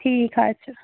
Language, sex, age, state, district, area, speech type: Kashmiri, female, 30-45, Jammu and Kashmir, Anantnag, rural, conversation